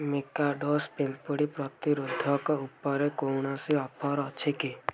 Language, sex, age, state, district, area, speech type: Odia, male, 18-30, Odisha, Kendujhar, urban, read